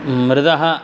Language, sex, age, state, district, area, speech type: Sanskrit, male, 30-45, Karnataka, Shimoga, urban, spontaneous